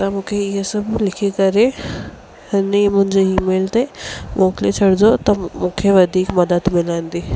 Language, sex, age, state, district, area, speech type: Sindhi, female, 18-30, Rajasthan, Ajmer, urban, spontaneous